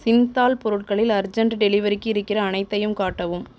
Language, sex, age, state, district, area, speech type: Tamil, male, 45-60, Tamil Nadu, Cuddalore, rural, read